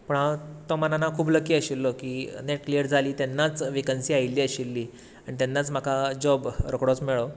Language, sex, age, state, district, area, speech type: Goan Konkani, male, 18-30, Goa, Tiswadi, rural, spontaneous